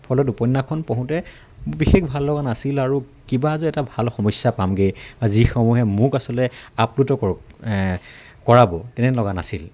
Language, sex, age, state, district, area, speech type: Assamese, male, 30-45, Assam, Dibrugarh, rural, spontaneous